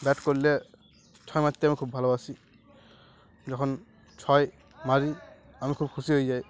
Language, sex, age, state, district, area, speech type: Bengali, male, 18-30, West Bengal, Uttar Dinajpur, urban, spontaneous